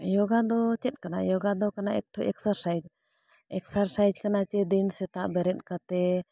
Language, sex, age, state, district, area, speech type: Santali, female, 45-60, Jharkhand, Bokaro, rural, spontaneous